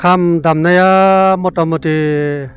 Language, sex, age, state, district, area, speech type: Bodo, male, 60+, Assam, Baksa, urban, spontaneous